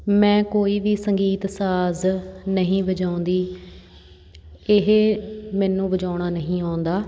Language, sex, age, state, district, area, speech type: Punjabi, female, 30-45, Punjab, Patiala, rural, spontaneous